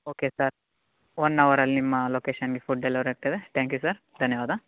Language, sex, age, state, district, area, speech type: Kannada, male, 18-30, Karnataka, Dakshina Kannada, rural, conversation